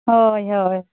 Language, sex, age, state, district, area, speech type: Santali, female, 30-45, Jharkhand, East Singhbhum, rural, conversation